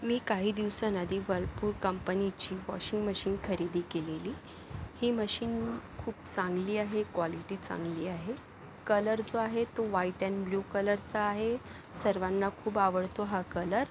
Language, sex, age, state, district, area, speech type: Marathi, female, 30-45, Maharashtra, Yavatmal, urban, spontaneous